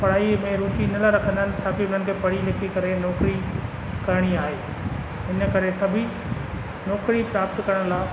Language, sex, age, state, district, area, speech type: Sindhi, male, 45-60, Rajasthan, Ajmer, urban, spontaneous